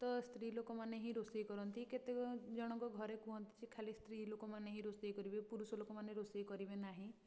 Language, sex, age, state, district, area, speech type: Odia, female, 18-30, Odisha, Puri, urban, spontaneous